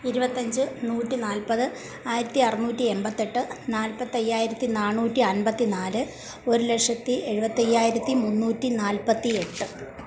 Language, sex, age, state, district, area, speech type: Malayalam, female, 45-60, Kerala, Kollam, rural, spontaneous